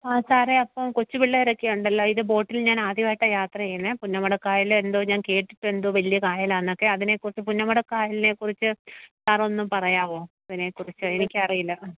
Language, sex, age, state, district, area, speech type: Malayalam, female, 30-45, Kerala, Kottayam, rural, conversation